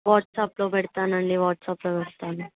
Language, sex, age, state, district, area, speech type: Telugu, female, 18-30, Telangana, Vikarabad, rural, conversation